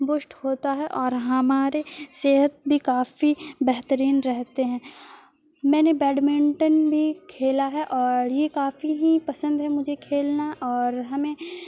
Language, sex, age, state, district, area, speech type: Urdu, female, 30-45, Bihar, Supaul, urban, spontaneous